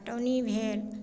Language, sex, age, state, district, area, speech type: Maithili, female, 45-60, Bihar, Darbhanga, rural, spontaneous